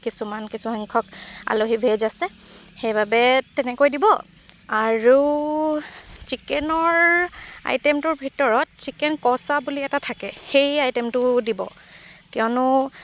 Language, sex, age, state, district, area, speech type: Assamese, female, 18-30, Assam, Dibrugarh, rural, spontaneous